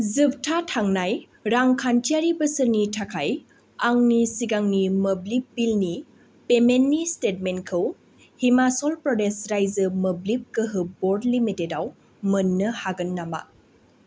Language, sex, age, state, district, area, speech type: Bodo, female, 18-30, Assam, Baksa, rural, read